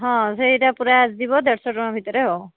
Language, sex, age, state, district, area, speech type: Odia, female, 30-45, Odisha, Cuttack, urban, conversation